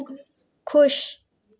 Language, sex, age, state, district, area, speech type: Hindi, female, 30-45, Madhya Pradesh, Jabalpur, urban, read